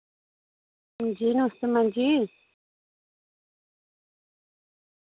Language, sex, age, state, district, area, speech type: Dogri, female, 30-45, Jammu and Kashmir, Reasi, urban, conversation